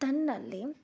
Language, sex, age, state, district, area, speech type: Kannada, female, 30-45, Karnataka, Shimoga, rural, spontaneous